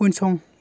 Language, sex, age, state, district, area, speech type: Bodo, male, 18-30, Assam, Baksa, rural, read